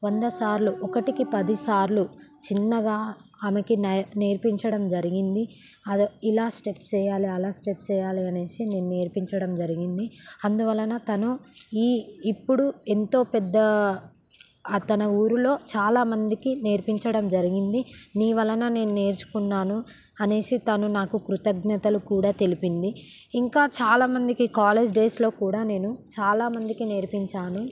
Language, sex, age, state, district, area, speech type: Telugu, female, 18-30, Telangana, Hyderabad, urban, spontaneous